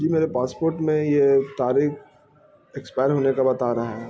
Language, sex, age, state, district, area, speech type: Urdu, male, 18-30, Bihar, Gaya, urban, spontaneous